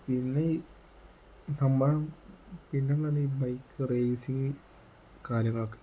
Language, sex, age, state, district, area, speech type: Malayalam, male, 18-30, Kerala, Kozhikode, rural, spontaneous